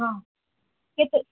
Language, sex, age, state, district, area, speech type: Odia, female, 18-30, Odisha, Bhadrak, rural, conversation